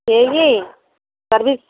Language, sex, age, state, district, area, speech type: Odia, female, 60+, Odisha, Angul, rural, conversation